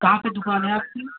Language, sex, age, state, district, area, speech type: Hindi, male, 18-30, Uttar Pradesh, Jaunpur, rural, conversation